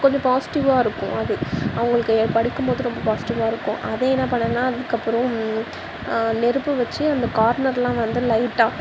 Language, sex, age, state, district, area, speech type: Tamil, female, 18-30, Tamil Nadu, Nagapattinam, rural, spontaneous